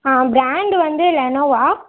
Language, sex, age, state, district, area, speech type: Tamil, female, 18-30, Tamil Nadu, Madurai, urban, conversation